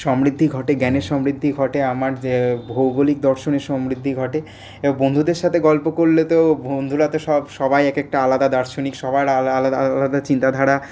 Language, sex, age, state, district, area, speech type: Bengali, male, 18-30, West Bengal, Paschim Bardhaman, urban, spontaneous